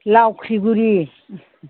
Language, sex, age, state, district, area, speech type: Bodo, female, 60+, Assam, Chirang, rural, conversation